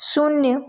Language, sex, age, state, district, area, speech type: Hindi, female, 18-30, Madhya Pradesh, Ujjain, urban, read